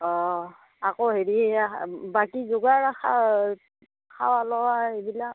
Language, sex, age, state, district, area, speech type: Assamese, female, 30-45, Assam, Darrang, rural, conversation